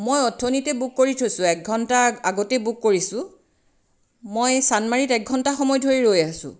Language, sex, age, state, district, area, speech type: Assamese, female, 45-60, Assam, Tinsukia, urban, spontaneous